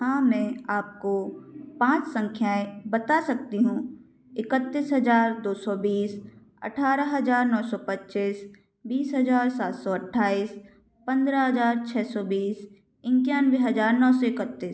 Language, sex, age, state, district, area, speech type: Hindi, female, 18-30, Madhya Pradesh, Gwalior, rural, spontaneous